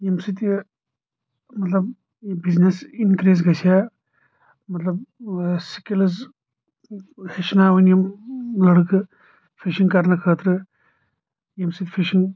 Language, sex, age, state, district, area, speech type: Kashmiri, male, 30-45, Jammu and Kashmir, Anantnag, rural, spontaneous